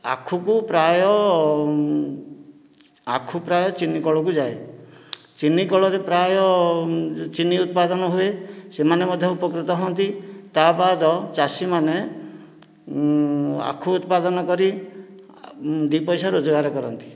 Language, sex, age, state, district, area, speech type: Odia, male, 45-60, Odisha, Nayagarh, rural, spontaneous